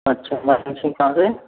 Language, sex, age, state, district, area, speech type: Hindi, male, 45-60, Rajasthan, Karauli, rural, conversation